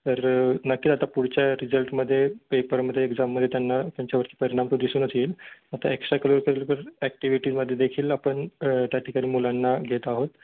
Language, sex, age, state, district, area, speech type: Marathi, male, 18-30, Maharashtra, Ratnagiri, urban, conversation